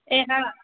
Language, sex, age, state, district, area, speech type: Gujarati, male, 18-30, Gujarat, Kutch, rural, conversation